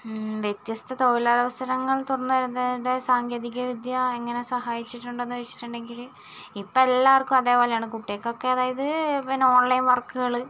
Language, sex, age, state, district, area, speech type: Malayalam, female, 45-60, Kerala, Wayanad, rural, spontaneous